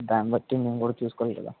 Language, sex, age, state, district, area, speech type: Telugu, male, 30-45, Andhra Pradesh, Kakinada, urban, conversation